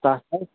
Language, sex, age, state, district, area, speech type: Kashmiri, male, 18-30, Jammu and Kashmir, Budgam, rural, conversation